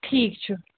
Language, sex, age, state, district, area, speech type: Kashmiri, female, 18-30, Jammu and Kashmir, Srinagar, urban, conversation